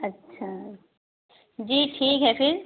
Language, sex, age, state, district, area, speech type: Urdu, female, 60+, Uttar Pradesh, Lucknow, urban, conversation